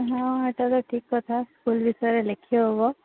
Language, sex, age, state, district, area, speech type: Odia, female, 18-30, Odisha, Sundergarh, urban, conversation